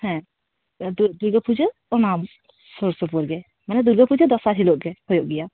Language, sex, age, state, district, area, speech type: Santali, female, 18-30, West Bengal, Jhargram, rural, conversation